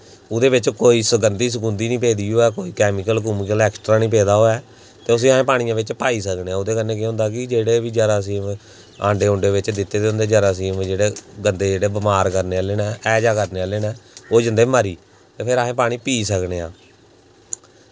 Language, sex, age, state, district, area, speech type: Dogri, male, 18-30, Jammu and Kashmir, Samba, rural, spontaneous